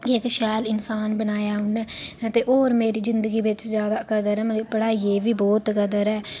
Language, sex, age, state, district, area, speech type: Dogri, female, 30-45, Jammu and Kashmir, Udhampur, urban, spontaneous